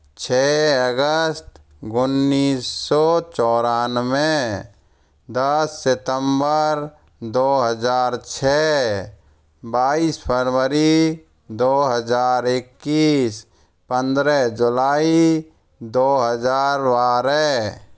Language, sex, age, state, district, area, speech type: Hindi, male, 18-30, Rajasthan, Karauli, rural, spontaneous